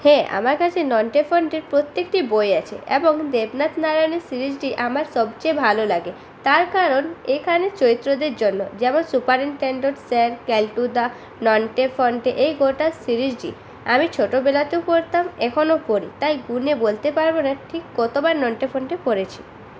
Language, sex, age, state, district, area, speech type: Bengali, female, 18-30, West Bengal, Purulia, urban, spontaneous